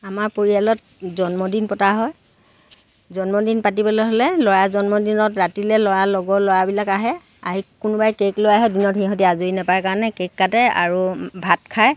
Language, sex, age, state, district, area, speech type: Assamese, female, 60+, Assam, Lakhimpur, rural, spontaneous